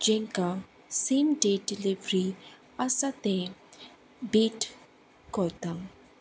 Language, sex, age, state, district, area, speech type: Goan Konkani, female, 30-45, Goa, Salcete, rural, spontaneous